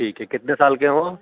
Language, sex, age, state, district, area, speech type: Urdu, male, 45-60, Uttar Pradesh, Rampur, urban, conversation